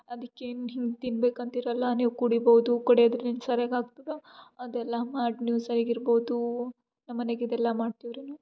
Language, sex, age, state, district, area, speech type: Kannada, female, 18-30, Karnataka, Gulbarga, urban, spontaneous